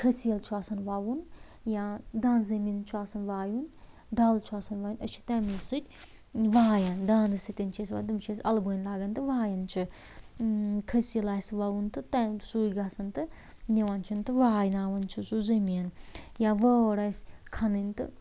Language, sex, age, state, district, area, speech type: Kashmiri, female, 30-45, Jammu and Kashmir, Anantnag, rural, spontaneous